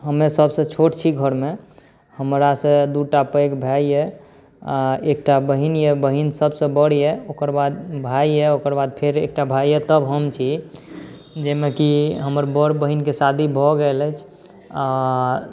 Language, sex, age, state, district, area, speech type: Maithili, male, 18-30, Bihar, Saharsa, urban, spontaneous